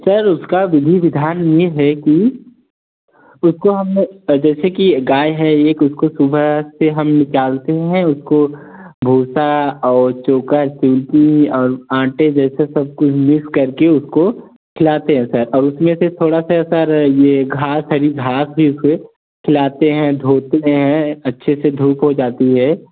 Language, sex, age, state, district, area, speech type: Hindi, male, 18-30, Uttar Pradesh, Jaunpur, rural, conversation